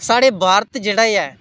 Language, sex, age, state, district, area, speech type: Dogri, male, 18-30, Jammu and Kashmir, Samba, rural, spontaneous